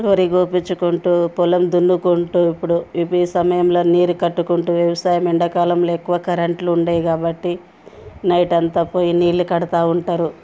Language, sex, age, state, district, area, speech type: Telugu, female, 45-60, Telangana, Ranga Reddy, rural, spontaneous